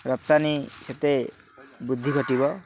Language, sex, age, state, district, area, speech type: Odia, male, 30-45, Odisha, Kendrapara, urban, spontaneous